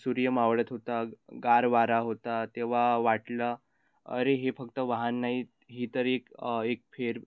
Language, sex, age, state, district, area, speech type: Marathi, male, 18-30, Maharashtra, Nagpur, rural, spontaneous